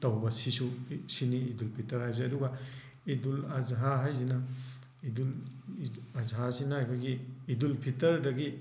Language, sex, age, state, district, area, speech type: Manipuri, male, 30-45, Manipur, Thoubal, rural, spontaneous